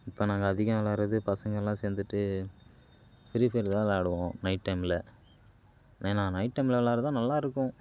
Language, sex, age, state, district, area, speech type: Tamil, male, 18-30, Tamil Nadu, Kallakurichi, urban, spontaneous